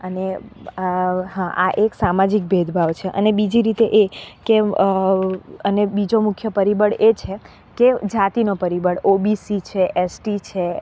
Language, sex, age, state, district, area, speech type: Gujarati, female, 18-30, Gujarat, Narmada, urban, spontaneous